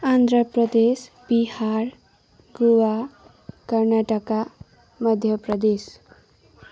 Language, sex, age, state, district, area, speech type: Nepali, female, 18-30, West Bengal, Kalimpong, rural, spontaneous